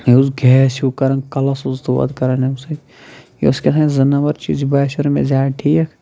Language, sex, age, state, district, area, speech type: Kashmiri, male, 30-45, Jammu and Kashmir, Shopian, urban, spontaneous